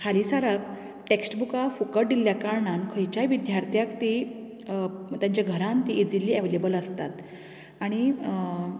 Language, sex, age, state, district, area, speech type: Goan Konkani, female, 30-45, Goa, Canacona, rural, spontaneous